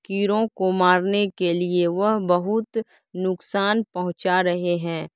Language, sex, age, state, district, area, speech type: Urdu, female, 18-30, Bihar, Saharsa, rural, spontaneous